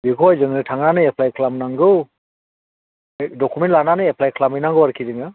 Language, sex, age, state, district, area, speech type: Bodo, other, 60+, Assam, Chirang, rural, conversation